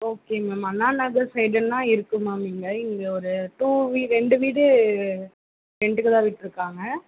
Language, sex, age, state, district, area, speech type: Tamil, female, 18-30, Tamil Nadu, Tiruvallur, urban, conversation